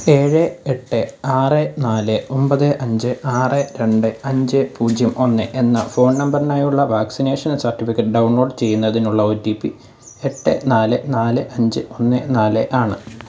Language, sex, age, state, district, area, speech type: Malayalam, male, 18-30, Kerala, Pathanamthitta, rural, read